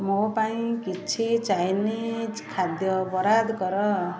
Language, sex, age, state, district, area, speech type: Odia, female, 60+, Odisha, Puri, urban, read